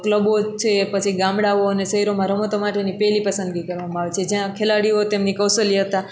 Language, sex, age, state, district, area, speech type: Gujarati, female, 18-30, Gujarat, Junagadh, rural, spontaneous